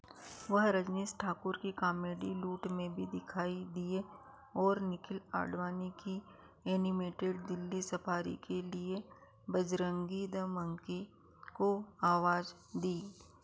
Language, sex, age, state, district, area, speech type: Hindi, female, 45-60, Madhya Pradesh, Ujjain, rural, read